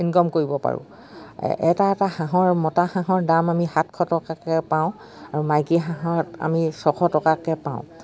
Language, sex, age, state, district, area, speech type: Assamese, female, 60+, Assam, Dibrugarh, rural, spontaneous